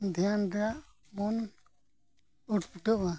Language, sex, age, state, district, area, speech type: Santali, male, 45-60, Odisha, Mayurbhanj, rural, spontaneous